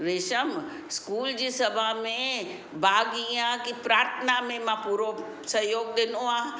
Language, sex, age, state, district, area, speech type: Sindhi, female, 60+, Maharashtra, Mumbai Suburban, urban, spontaneous